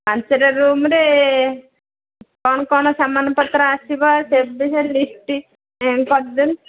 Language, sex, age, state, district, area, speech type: Odia, female, 45-60, Odisha, Sundergarh, rural, conversation